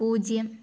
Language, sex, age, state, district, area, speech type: Malayalam, female, 18-30, Kerala, Kasaragod, rural, read